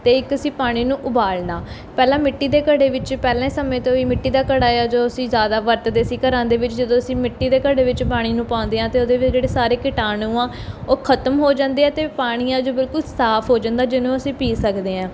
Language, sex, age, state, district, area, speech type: Punjabi, female, 18-30, Punjab, Mohali, urban, spontaneous